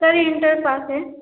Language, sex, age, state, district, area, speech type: Hindi, female, 18-30, Uttar Pradesh, Bhadohi, rural, conversation